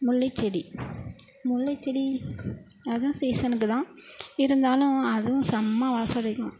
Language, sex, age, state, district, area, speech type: Tamil, female, 45-60, Tamil Nadu, Perambalur, urban, spontaneous